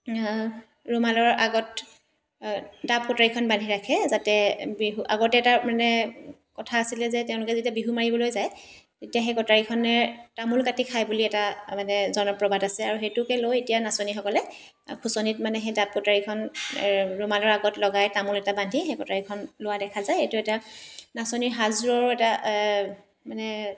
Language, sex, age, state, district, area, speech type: Assamese, female, 30-45, Assam, Dibrugarh, urban, spontaneous